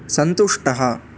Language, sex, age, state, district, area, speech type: Sanskrit, male, 18-30, Karnataka, Chikkamagaluru, rural, read